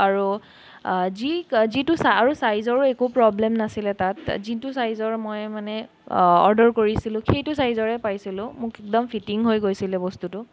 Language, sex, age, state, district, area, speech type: Assamese, female, 30-45, Assam, Sonitpur, rural, spontaneous